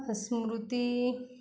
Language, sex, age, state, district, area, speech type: Marathi, female, 30-45, Maharashtra, Ratnagiri, rural, spontaneous